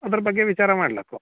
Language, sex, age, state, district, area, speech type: Kannada, male, 30-45, Karnataka, Uttara Kannada, rural, conversation